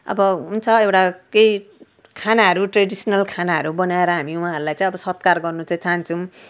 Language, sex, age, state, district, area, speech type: Nepali, female, 45-60, West Bengal, Darjeeling, rural, spontaneous